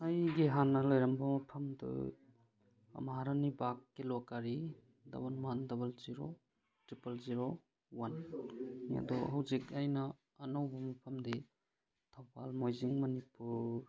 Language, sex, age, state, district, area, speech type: Manipuri, male, 30-45, Manipur, Thoubal, rural, spontaneous